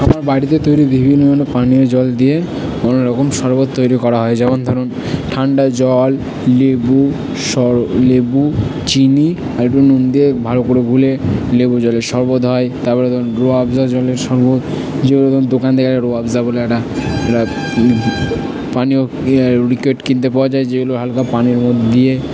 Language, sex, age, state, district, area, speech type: Bengali, male, 30-45, West Bengal, Purba Bardhaman, urban, spontaneous